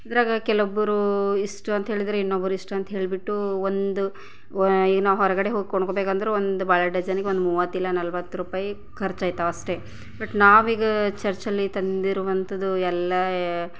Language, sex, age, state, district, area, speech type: Kannada, female, 30-45, Karnataka, Bidar, rural, spontaneous